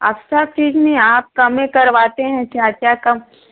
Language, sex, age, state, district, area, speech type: Hindi, female, 30-45, Uttar Pradesh, Prayagraj, urban, conversation